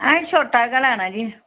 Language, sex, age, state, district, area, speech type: Dogri, female, 45-60, Jammu and Kashmir, Samba, urban, conversation